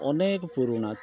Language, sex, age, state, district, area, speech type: Odia, male, 45-60, Odisha, Kendrapara, urban, spontaneous